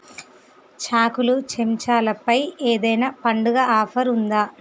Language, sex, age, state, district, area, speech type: Telugu, female, 30-45, Andhra Pradesh, Visakhapatnam, urban, read